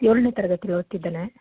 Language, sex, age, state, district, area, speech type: Kannada, female, 30-45, Karnataka, Mandya, rural, conversation